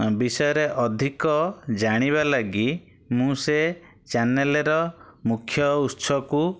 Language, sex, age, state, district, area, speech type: Odia, male, 30-45, Odisha, Bhadrak, rural, spontaneous